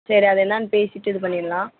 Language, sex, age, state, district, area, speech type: Tamil, female, 18-30, Tamil Nadu, Madurai, urban, conversation